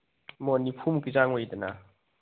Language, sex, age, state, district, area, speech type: Manipuri, male, 30-45, Manipur, Thoubal, rural, conversation